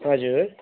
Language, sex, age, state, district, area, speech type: Nepali, male, 45-60, West Bengal, Kalimpong, rural, conversation